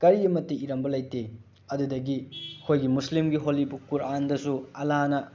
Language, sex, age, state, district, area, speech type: Manipuri, male, 30-45, Manipur, Bishnupur, rural, spontaneous